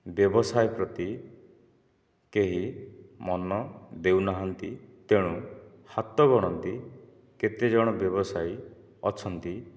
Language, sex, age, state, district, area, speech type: Odia, male, 30-45, Odisha, Nayagarh, rural, spontaneous